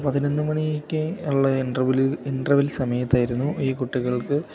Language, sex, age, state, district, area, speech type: Malayalam, male, 18-30, Kerala, Idukki, rural, spontaneous